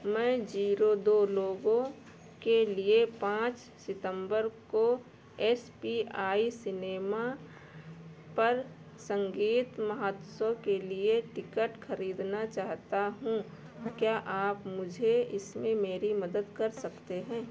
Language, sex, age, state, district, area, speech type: Hindi, female, 60+, Uttar Pradesh, Ayodhya, urban, read